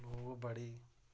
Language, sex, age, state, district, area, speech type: Dogri, male, 45-60, Jammu and Kashmir, Reasi, rural, spontaneous